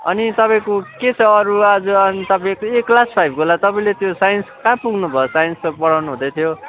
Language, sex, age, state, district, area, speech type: Nepali, male, 18-30, West Bengal, Kalimpong, rural, conversation